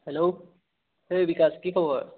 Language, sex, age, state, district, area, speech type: Assamese, male, 18-30, Assam, Sonitpur, rural, conversation